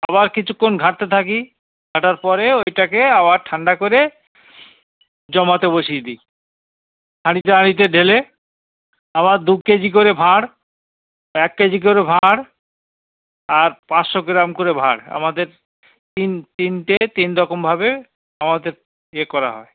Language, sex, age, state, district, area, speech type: Bengali, male, 60+, West Bengal, South 24 Parganas, rural, conversation